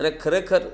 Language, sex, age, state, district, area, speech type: Gujarati, male, 45-60, Gujarat, Surat, urban, spontaneous